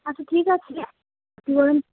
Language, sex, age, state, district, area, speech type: Bengali, female, 18-30, West Bengal, Howrah, urban, conversation